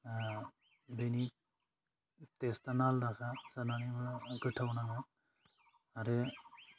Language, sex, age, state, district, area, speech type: Bodo, male, 18-30, Assam, Udalguri, rural, spontaneous